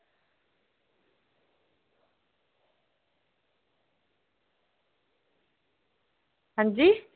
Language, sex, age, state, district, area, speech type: Dogri, female, 30-45, Jammu and Kashmir, Reasi, rural, conversation